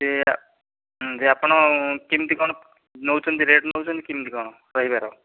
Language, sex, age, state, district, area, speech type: Odia, male, 30-45, Odisha, Dhenkanal, rural, conversation